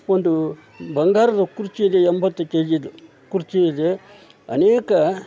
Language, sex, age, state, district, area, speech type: Kannada, male, 60+, Karnataka, Koppal, rural, spontaneous